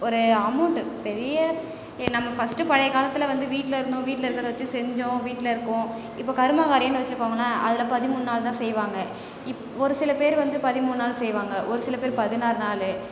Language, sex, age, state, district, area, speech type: Tamil, female, 30-45, Tamil Nadu, Cuddalore, rural, spontaneous